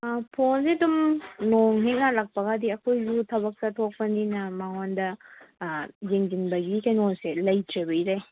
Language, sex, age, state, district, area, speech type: Manipuri, female, 18-30, Manipur, Senapati, urban, conversation